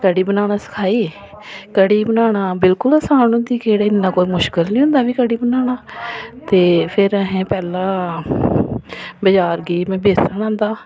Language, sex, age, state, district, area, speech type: Dogri, female, 30-45, Jammu and Kashmir, Samba, urban, spontaneous